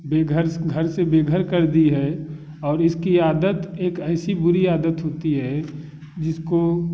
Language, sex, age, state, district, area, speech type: Hindi, male, 30-45, Uttar Pradesh, Bhadohi, urban, spontaneous